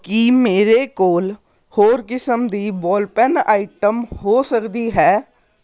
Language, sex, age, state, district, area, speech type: Punjabi, male, 18-30, Punjab, Patiala, urban, read